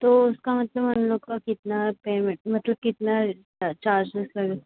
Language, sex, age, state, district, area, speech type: Hindi, female, 18-30, Uttar Pradesh, Pratapgarh, urban, conversation